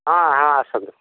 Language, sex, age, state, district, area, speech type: Odia, male, 45-60, Odisha, Angul, rural, conversation